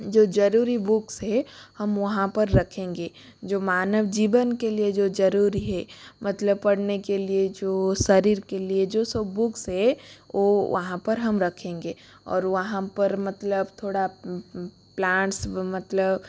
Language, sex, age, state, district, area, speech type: Hindi, female, 30-45, Rajasthan, Jodhpur, rural, spontaneous